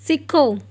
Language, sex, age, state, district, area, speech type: Punjabi, female, 18-30, Punjab, Fatehgarh Sahib, rural, read